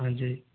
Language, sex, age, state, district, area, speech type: Hindi, male, 45-60, Rajasthan, Jodhpur, urban, conversation